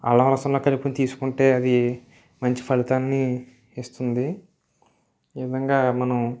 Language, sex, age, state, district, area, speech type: Telugu, male, 18-30, Andhra Pradesh, Eluru, rural, spontaneous